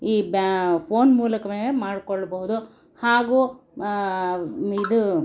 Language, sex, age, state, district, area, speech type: Kannada, female, 60+, Karnataka, Bangalore Urban, urban, spontaneous